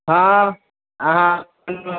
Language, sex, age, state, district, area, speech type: Maithili, male, 18-30, Bihar, Samastipur, rural, conversation